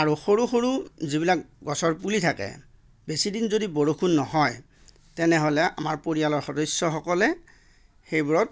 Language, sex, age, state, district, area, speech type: Assamese, male, 45-60, Assam, Darrang, rural, spontaneous